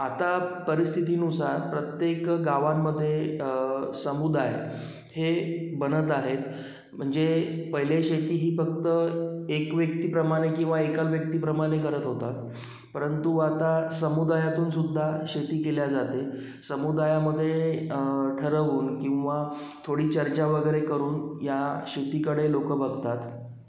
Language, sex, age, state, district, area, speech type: Marathi, male, 30-45, Maharashtra, Wardha, urban, spontaneous